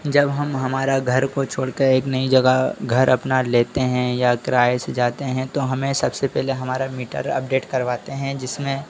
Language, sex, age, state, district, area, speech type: Hindi, male, 30-45, Madhya Pradesh, Harda, urban, spontaneous